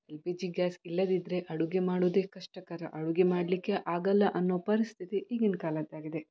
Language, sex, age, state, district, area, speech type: Kannada, female, 30-45, Karnataka, Shimoga, rural, spontaneous